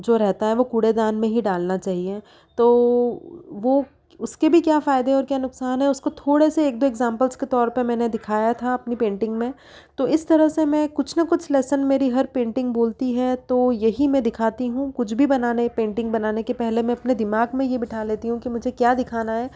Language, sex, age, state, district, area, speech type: Hindi, female, 30-45, Madhya Pradesh, Ujjain, urban, spontaneous